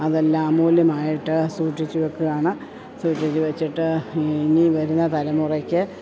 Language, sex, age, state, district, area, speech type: Malayalam, female, 60+, Kerala, Idukki, rural, spontaneous